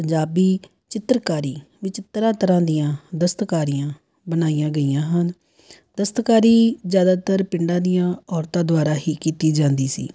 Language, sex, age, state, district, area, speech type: Punjabi, female, 30-45, Punjab, Tarn Taran, urban, spontaneous